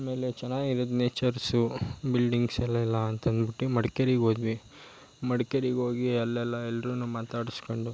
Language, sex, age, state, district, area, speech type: Kannada, male, 18-30, Karnataka, Mysore, rural, spontaneous